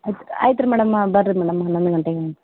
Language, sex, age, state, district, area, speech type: Kannada, female, 18-30, Karnataka, Gulbarga, urban, conversation